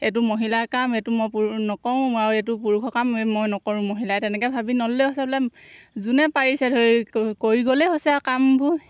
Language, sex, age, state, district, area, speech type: Assamese, female, 30-45, Assam, Golaghat, rural, spontaneous